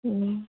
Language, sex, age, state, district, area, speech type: Bengali, female, 18-30, West Bengal, Darjeeling, urban, conversation